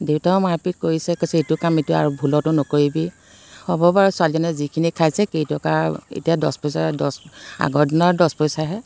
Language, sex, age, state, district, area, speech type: Assamese, female, 45-60, Assam, Biswanath, rural, spontaneous